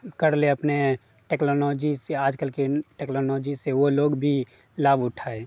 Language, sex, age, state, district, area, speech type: Urdu, male, 18-30, Bihar, Darbhanga, rural, spontaneous